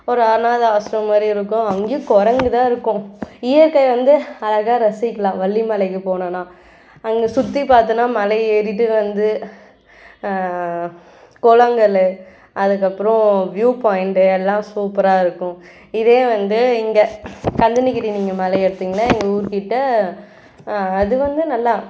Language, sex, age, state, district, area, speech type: Tamil, female, 18-30, Tamil Nadu, Ranipet, urban, spontaneous